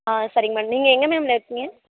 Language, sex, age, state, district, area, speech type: Tamil, female, 18-30, Tamil Nadu, Perambalur, rural, conversation